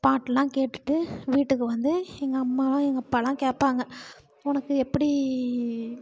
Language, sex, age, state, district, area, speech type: Tamil, female, 45-60, Tamil Nadu, Perambalur, rural, spontaneous